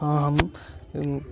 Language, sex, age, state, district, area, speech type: Maithili, male, 18-30, Bihar, Sitamarhi, rural, spontaneous